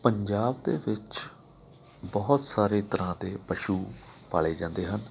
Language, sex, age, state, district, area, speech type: Punjabi, male, 45-60, Punjab, Amritsar, urban, spontaneous